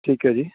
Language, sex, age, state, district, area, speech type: Punjabi, male, 30-45, Punjab, Fatehgarh Sahib, urban, conversation